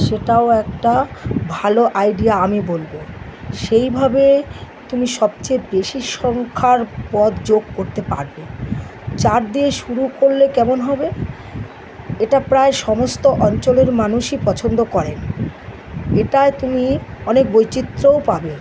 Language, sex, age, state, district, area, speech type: Bengali, female, 60+, West Bengal, Kolkata, urban, read